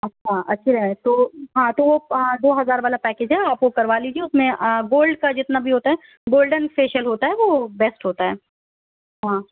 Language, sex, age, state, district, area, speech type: Urdu, female, 30-45, Delhi, South Delhi, urban, conversation